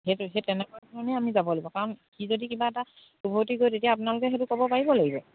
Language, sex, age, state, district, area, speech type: Assamese, female, 30-45, Assam, Charaideo, rural, conversation